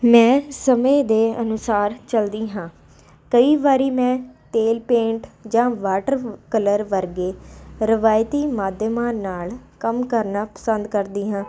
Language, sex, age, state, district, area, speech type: Punjabi, female, 18-30, Punjab, Ludhiana, urban, spontaneous